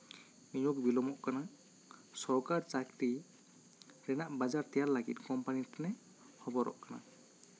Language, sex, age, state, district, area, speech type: Santali, male, 18-30, West Bengal, Bankura, rural, spontaneous